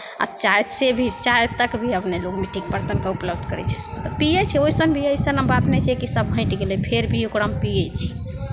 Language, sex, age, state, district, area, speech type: Maithili, female, 18-30, Bihar, Begusarai, urban, spontaneous